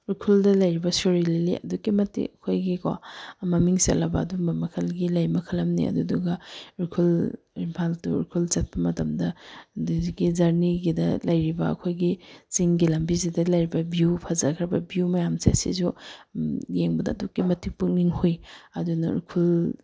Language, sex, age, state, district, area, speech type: Manipuri, female, 30-45, Manipur, Bishnupur, rural, spontaneous